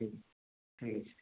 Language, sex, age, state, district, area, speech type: Odia, male, 30-45, Odisha, Sambalpur, rural, conversation